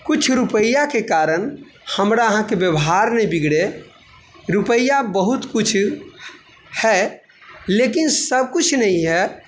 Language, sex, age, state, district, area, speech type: Maithili, male, 30-45, Bihar, Madhubani, rural, spontaneous